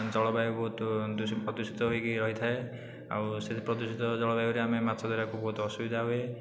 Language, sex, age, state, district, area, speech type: Odia, male, 18-30, Odisha, Khordha, rural, spontaneous